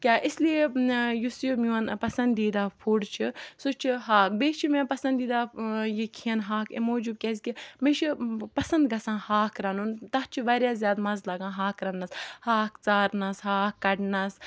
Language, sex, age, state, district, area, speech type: Kashmiri, female, 30-45, Jammu and Kashmir, Ganderbal, rural, spontaneous